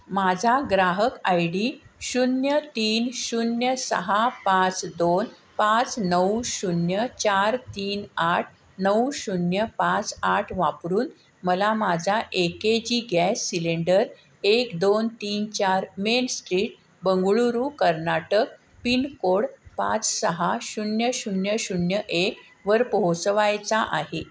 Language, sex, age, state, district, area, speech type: Marathi, female, 45-60, Maharashtra, Sangli, urban, read